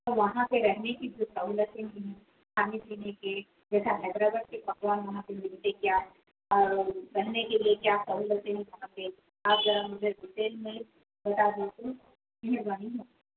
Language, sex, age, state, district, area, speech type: Urdu, female, 30-45, Telangana, Hyderabad, urban, conversation